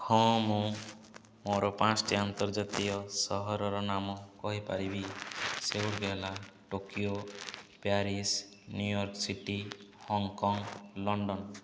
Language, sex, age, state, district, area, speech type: Odia, male, 18-30, Odisha, Subarnapur, urban, spontaneous